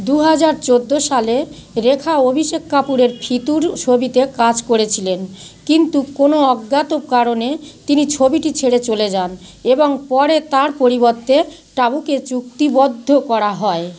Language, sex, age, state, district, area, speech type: Bengali, female, 45-60, West Bengal, South 24 Parganas, rural, read